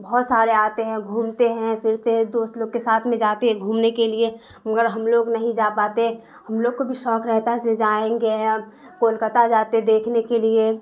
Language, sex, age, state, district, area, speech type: Urdu, female, 30-45, Bihar, Darbhanga, rural, spontaneous